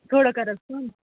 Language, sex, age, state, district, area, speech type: Kashmiri, female, 30-45, Jammu and Kashmir, Kupwara, rural, conversation